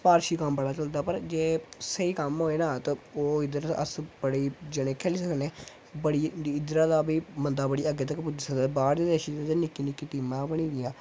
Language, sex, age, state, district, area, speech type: Dogri, male, 18-30, Jammu and Kashmir, Samba, rural, spontaneous